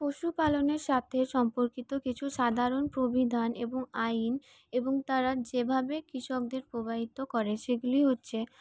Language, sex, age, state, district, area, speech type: Bengali, female, 18-30, West Bengal, Paschim Bardhaman, urban, spontaneous